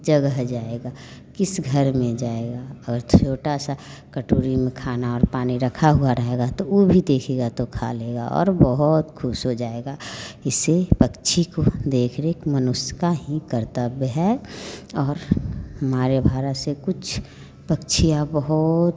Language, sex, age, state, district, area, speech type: Hindi, female, 30-45, Bihar, Vaishali, urban, spontaneous